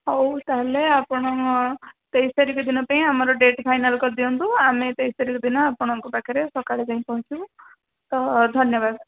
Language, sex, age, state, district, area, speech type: Odia, female, 18-30, Odisha, Puri, urban, conversation